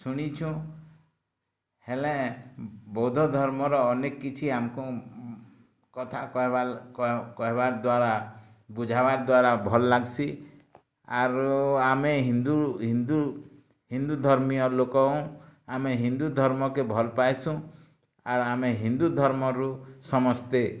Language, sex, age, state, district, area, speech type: Odia, male, 60+, Odisha, Bargarh, rural, spontaneous